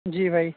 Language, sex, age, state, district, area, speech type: Urdu, male, 60+, Uttar Pradesh, Shahjahanpur, rural, conversation